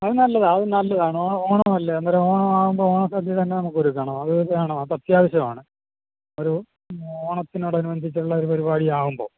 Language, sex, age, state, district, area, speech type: Malayalam, male, 60+, Kerala, Alappuzha, rural, conversation